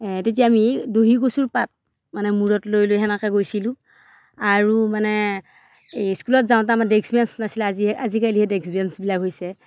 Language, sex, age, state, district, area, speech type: Assamese, female, 45-60, Assam, Darrang, rural, spontaneous